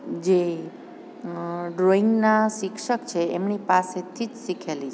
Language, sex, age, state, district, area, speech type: Gujarati, female, 45-60, Gujarat, Amreli, urban, spontaneous